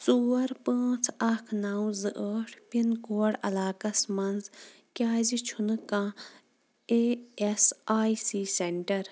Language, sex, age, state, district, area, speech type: Kashmiri, female, 18-30, Jammu and Kashmir, Kulgam, rural, read